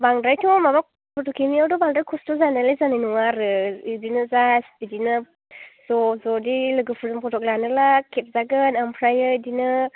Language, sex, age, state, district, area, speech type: Bodo, female, 18-30, Assam, Chirang, rural, conversation